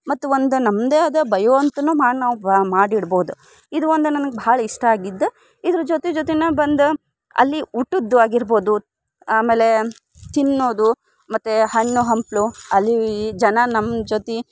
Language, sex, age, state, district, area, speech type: Kannada, female, 18-30, Karnataka, Dharwad, rural, spontaneous